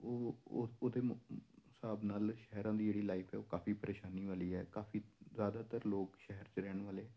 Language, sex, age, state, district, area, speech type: Punjabi, male, 30-45, Punjab, Amritsar, urban, spontaneous